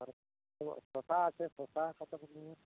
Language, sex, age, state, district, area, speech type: Bengali, male, 60+, West Bengal, Uttar Dinajpur, urban, conversation